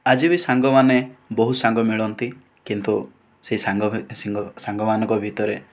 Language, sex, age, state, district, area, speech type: Odia, male, 18-30, Odisha, Kandhamal, rural, spontaneous